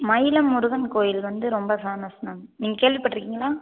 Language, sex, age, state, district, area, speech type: Tamil, female, 18-30, Tamil Nadu, Viluppuram, urban, conversation